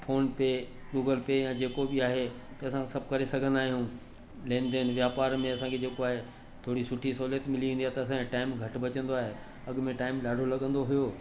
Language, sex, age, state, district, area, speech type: Sindhi, male, 60+, Madhya Pradesh, Katni, urban, spontaneous